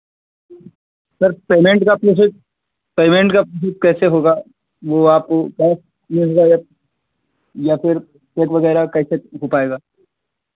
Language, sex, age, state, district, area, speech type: Hindi, male, 45-60, Uttar Pradesh, Sitapur, rural, conversation